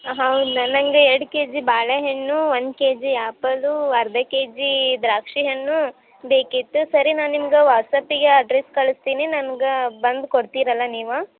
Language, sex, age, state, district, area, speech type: Kannada, female, 18-30, Karnataka, Gadag, rural, conversation